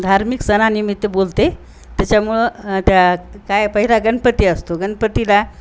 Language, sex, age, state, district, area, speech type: Marathi, female, 60+, Maharashtra, Nanded, rural, spontaneous